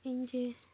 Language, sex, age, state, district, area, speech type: Santali, female, 18-30, West Bengal, Dakshin Dinajpur, rural, spontaneous